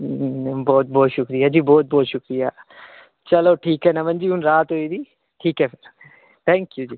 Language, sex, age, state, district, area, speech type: Dogri, male, 18-30, Jammu and Kashmir, Udhampur, urban, conversation